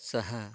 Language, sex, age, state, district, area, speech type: Sanskrit, male, 30-45, Karnataka, Uttara Kannada, rural, spontaneous